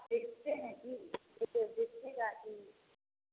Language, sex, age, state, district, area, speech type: Hindi, female, 18-30, Bihar, Samastipur, rural, conversation